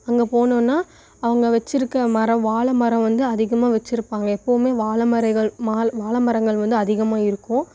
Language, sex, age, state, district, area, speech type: Tamil, female, 18-30, Tamil Nadu, Coimbatore, rural, spontaneous